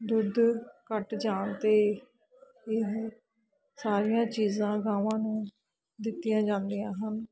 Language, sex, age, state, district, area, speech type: Punjabi, female, 30-45, Punjab, Ludhiana, urban, spontaneous